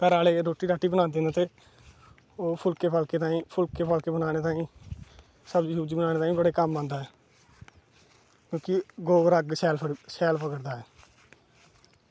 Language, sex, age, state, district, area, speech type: Dogri, male, 18-30, Jammu and Kashmir, Kathua, rural, spontaneous